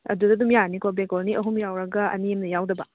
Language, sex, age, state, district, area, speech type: Manipuri, female, 30-45, Manipur, Imphal East, rural, conversation